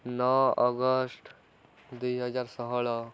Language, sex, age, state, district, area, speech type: Odia, male, 18-30, Odisha, Koraput, urban, spontaneous